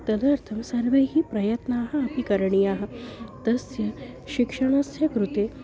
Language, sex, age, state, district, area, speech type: Sanskrit, female, 30-45, Maharashtra, Nagpur, urban, spontaneous